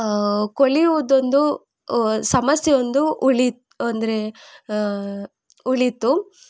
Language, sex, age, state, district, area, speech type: Kannada, female, 18-30, Karnataka, Udupi, rural, spontaneous